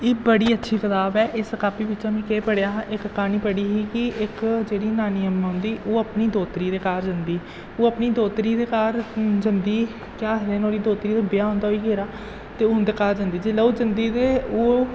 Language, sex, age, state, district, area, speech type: Dogri, male, 18-30, Jammu and Kashmir, Jammu, rural, spontaneous